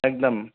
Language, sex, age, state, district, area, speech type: Assamese, male, 30-45, Assam, Sonitpur, rural, conversation